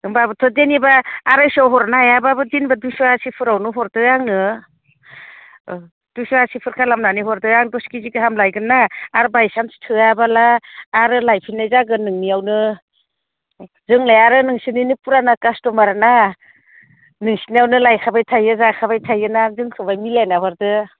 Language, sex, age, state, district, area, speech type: Bodo, female, 45-60, Assam, Udalguri, rural, conversation